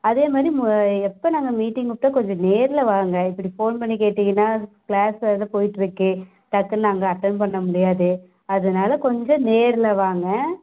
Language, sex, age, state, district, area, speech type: Tamil, female, 18-30, Tamil Nadu, Namakkal, rural, conversation